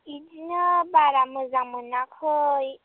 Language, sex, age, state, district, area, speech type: Bodo, female, 30-45, Assam, Chirang, rural, conversation